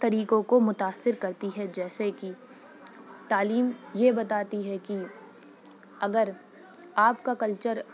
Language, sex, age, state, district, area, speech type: Urdu, female, 18-30, Uttar Pradesh, Shahjahanpur, rural, spontaneous